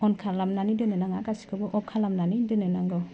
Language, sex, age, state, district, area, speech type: Bodo, female, 18-30, Assam, Udalguri, urban, spontaneous